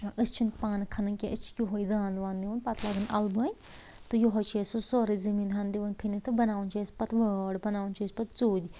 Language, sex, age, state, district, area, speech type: Kashmiri, female, 30-45, Jammu and Kashmir, Anantnag, rural, spontaneous